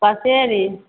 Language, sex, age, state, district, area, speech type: Maithili, female, 30-45, Bihar, Begusarai, rural, conversation